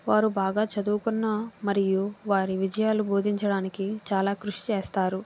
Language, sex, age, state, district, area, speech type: Telugu, female, 45-60, Andhra Pradesh, East Godavari, rural, spontaneous